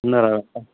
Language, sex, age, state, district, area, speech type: Kannada, male, 18-30, Karnataka, Mandya, rural, conversation